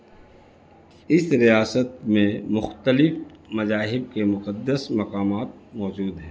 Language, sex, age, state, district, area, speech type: Urdu, male, 60+, Bihar, Gaya, urban, spontaneous